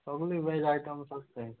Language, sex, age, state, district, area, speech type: Goan Konkani, male, 18-30, Goa, Murmgao, rural, conversation